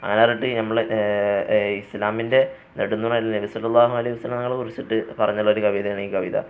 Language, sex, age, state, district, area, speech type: Malayalam, male, 18-30, Kerala, Palakkad, rural, spontaneous